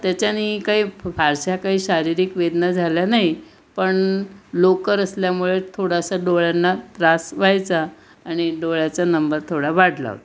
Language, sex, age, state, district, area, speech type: Marathi, female, 60+, Maharashtra, Pune, urban, spontaneous